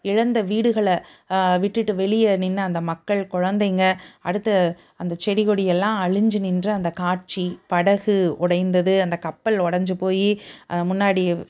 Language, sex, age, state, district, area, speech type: Tamil, female, 45-60, Tamil Nadu, Tiruppur, urban, spontaneous